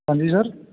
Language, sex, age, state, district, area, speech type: Punjabi, male, 30-45, Punjab, Fatehgarh Sahib, rural, conversation